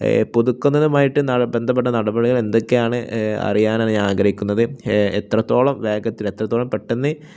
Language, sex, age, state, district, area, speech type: Malayalam, male, 18-30, Kerala, Kozhikode, rural, spontaneous